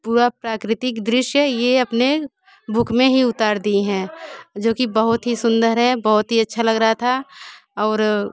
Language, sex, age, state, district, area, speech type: Hindi, female, 30-45, Uttar Pradesh, Bhadohi, rural, spontaneous